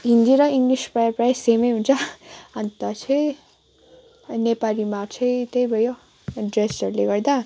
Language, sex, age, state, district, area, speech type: Nepali, female, 18-30, West Bengal, Kalimpong, rural, spontaneous